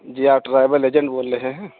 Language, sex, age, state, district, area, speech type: Urdu, male, 18-30, Uttar Pradesh, Saharanpur, urban, conversation